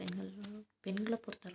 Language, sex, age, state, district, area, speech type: Tamil, female, 18-30, Tamil Nadu, Tiruppur, rural, spontaneous